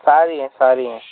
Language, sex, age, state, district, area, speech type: Hindi, male, 18-30, Uttar Pradesh, Ghazipur, urban, conversation